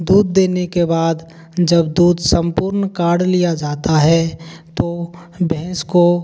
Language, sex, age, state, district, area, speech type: Hindi, male, 18-30, Rajasthan, Bharatpur, rural, spontaneous